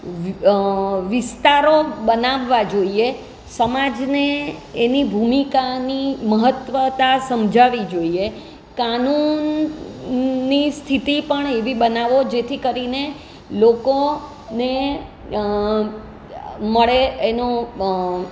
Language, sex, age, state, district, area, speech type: Gujarati, female, 60+, Gujarat, Surat, urban, spontaneous